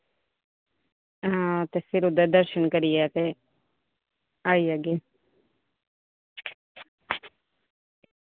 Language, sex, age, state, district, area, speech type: Dogri, female, 30-45, Jammu and Kashmir, Samba, rural, conversation